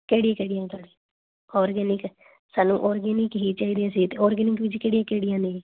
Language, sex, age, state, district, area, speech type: Punjabi, female, 18-30, Punjab, Fazilka, rural, conversation